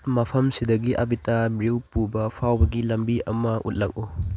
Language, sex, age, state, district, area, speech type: Manipuri, male, 18-30, Manipur, Churachandpur, rural, read